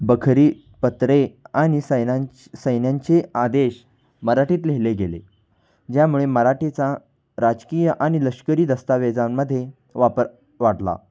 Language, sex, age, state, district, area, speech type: Marathi, male, 18-30, Maharashtra, Kolhapur, urban, spontaneous